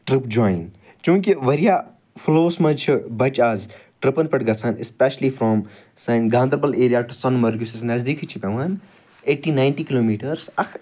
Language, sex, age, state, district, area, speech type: Kashmiri, male, 45-60, Jammu and Kashmir, Ganderbal, urban, spontaneous